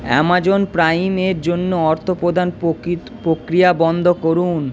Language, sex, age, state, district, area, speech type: Bengali, male, 30-45, West Bengal, Purba Bardhaman, urban, read